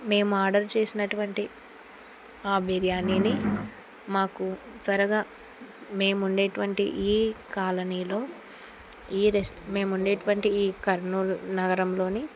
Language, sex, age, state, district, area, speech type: Telugu, female, 45-60, Andhra Pradesh, Kurnool, rural, spontaneous